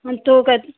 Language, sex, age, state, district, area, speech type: Hindi, female, 60+, Uttar Pradesh, Hardoi, rural, conversation